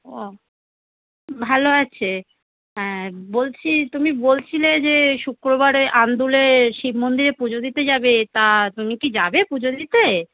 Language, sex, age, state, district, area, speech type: Bengali, female, 30-45, West Bengal, Howrah, urban, conversation